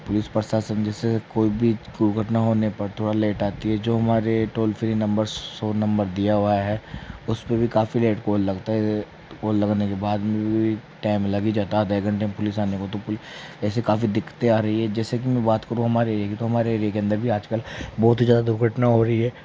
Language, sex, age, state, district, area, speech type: Hindi, male, 18-30, Rajasthan, Jaipur, urban, spontaneous